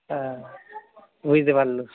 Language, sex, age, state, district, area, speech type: Bengali, male, 60+, West Bengal, Purba Bardhaman, rural, conversation